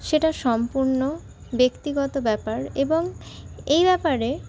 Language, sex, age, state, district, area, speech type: Bengali, female, 45-60, West Bengal, Paschim Bardhaman, urban, spontaneous